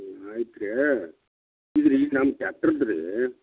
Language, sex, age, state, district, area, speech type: Kannada, male, 45-60, Karnataka, Belgaum, rural, conversation